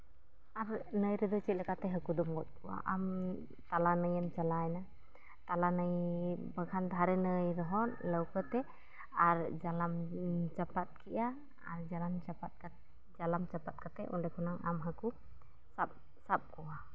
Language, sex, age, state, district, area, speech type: Santali, female, 30-45, Jharkhand, East Singhbhum, rural, spontaneous